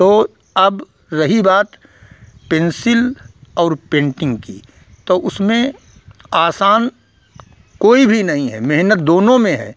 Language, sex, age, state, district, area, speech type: Hindi, male, 60+, Uttar Pradesh, Hardoi, rural, spontaneous